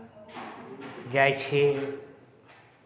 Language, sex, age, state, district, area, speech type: Maithili, male, 60+, Bihar, Araria, rural, spontaneous